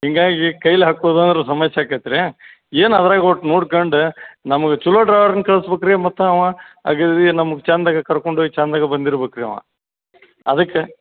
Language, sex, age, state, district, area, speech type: Kannada, male, 45-60, Karnataka, Gadag, rural, conversation